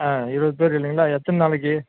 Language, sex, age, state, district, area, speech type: Tamil, male, 60+, Tamil Nadu, Nilgiris, rural, conversation